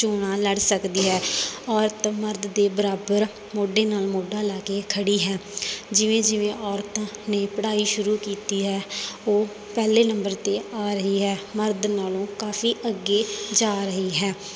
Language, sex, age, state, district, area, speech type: Punjabi, female, 18-30, Punjab, Bathinda, rural, spontaneous